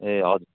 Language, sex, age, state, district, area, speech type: Nepali, male, 18-30, West Bengal, Darjeeling, rural, conversation